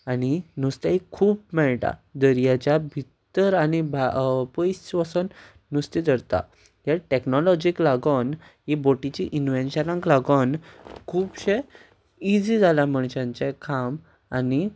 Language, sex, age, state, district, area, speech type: Goan Konkani, male, 18-30, Goa, Ponda, rural, spontaneous